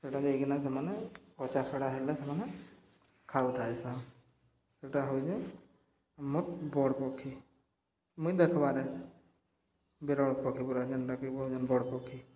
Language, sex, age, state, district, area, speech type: Odia, male, 30-45, Odisha, Subarnapur, urban, spontaneous